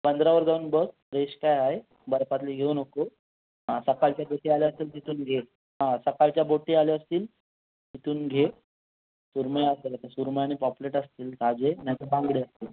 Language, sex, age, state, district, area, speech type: Marathi, male, 18-30, Maharashtra, Raigad, rural, conversation